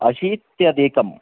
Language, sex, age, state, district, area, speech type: Sanskrit, male, 45-60, Karnataka, Chamarajanagar, urban, conversation